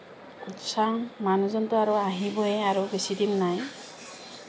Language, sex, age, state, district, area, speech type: Assamese, female, 30-45, Assam, Kamrup Metropolitan, urban, spontaneous